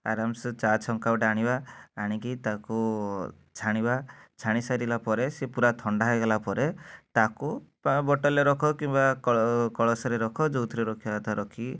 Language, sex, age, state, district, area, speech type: Odia, male, 30-45, Odisha, Cuttack, urban, spontaneous